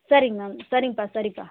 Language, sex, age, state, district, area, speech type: Tamil, female, 30-45, Tamil Nadu, Dharmapuri, rural, conversation